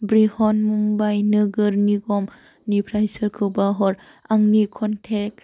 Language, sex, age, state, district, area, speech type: Bodo, female, 18-30, Assam, Kokrajhar, rural, read